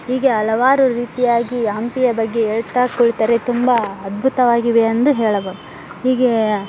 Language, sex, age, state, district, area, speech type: Kannada, female, 18-30, Karnataka, Koppal, rural, spontaneous